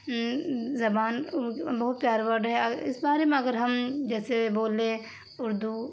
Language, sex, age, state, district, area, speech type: Urdu, female, 30-45, Bihar, Darbhanga, rural, spontaneous